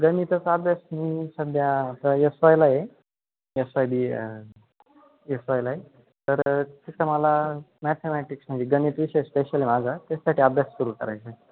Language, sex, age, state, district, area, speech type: Marathi, male, 18-30, Maharashtra, Ahmednagar, rural, conversation